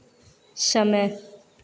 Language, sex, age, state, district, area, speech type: Hindi, female, 18-30, Bihar, Begusarai, rural, read